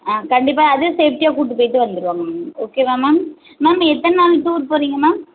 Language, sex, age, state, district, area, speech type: Tamil, female, 30-45, Tamil Nadu, Tirunelveli, urban, conversation